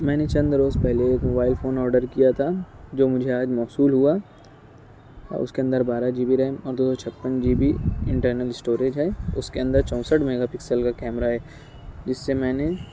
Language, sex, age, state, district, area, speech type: Urdu, male, 18-30, Maharashtra, Nashik, urban, spontaneous